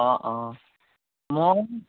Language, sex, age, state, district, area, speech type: Assamese, male, 18-30, Assam, Dhemaji, rural, conversation